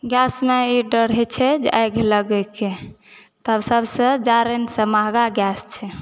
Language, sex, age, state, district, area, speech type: Maithili, female, 45-60, Bihar, Supaul, rural, spontaneous